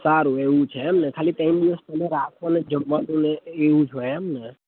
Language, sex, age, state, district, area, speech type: Gujarati, male, 18-30, Gujarat, Anand, rural, conversation